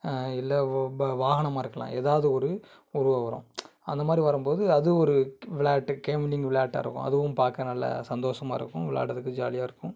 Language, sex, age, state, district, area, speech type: Tamil, male, 30-45, Tamil Nadu, Kanyakumari, urban, spontaneous